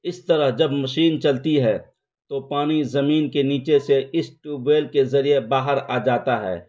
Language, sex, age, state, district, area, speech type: Urdu, male, 30-45, Bihar, Araria, rural, spontaneous